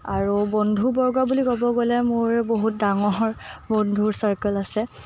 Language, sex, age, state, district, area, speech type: Assamese, female, 18-30, Assam, Morigaon, urban, spontaneous